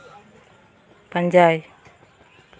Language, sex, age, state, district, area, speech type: Santali, female, 30-45, West Bengal, Malda, rural, read